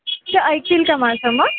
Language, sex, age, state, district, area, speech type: Marathi, female, 18-30, Maharashtra, Jalna, rural, conversation